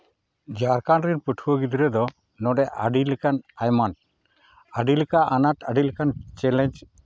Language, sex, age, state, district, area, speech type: Santali, male, 45-60, Jharkhand, Seraikela Kharsawan, rural, spontaneous